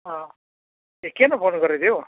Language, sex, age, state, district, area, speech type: Nepali, male, 60+, West Bengal, Kalimpong, rural, conversation